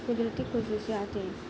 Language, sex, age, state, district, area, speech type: Urdu, other, 18-30, Uttar Pradesh, Mau, urban, spontaneous